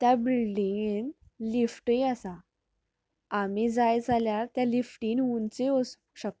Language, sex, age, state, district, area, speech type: Goan Konkani, female, 18-30, Goa, Canacona, rural, spontaneous